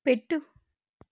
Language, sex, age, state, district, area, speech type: Telugu, female, 18-30, Andhra Pradesh, Guntur, rural, read